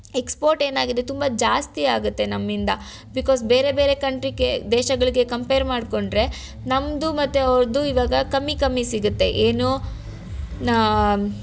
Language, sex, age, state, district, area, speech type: Kannada, female, 18-30, Karnataka, Tumkur, rural, spontaneous